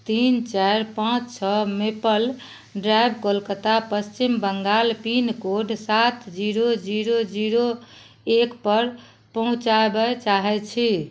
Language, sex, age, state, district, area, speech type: Maithili, female, 60+, Bihar, Madhubani, rural, read